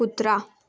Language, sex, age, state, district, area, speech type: Marathi, female, 18-30, Maharashtra, Thane, urban, read